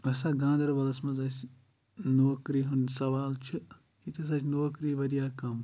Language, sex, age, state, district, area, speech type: Kashmiri, male, 45-60, Jammu and Kashmir, Ganderbal, rural, spontaneous